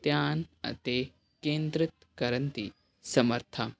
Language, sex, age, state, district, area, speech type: Punjabi, male, 18-30, Punjab, Hoshiarpur, urban, spontaneous